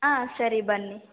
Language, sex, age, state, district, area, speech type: Kannada, female, 18-30, Karnataka, Chitradurga, rural, conversation